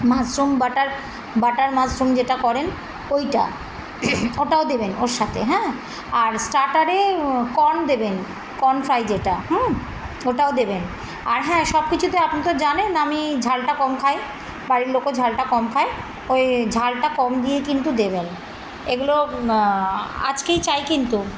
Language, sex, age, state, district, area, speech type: Bengali, female, 45-60, West Bengal, Birbhum, urban, spontaneous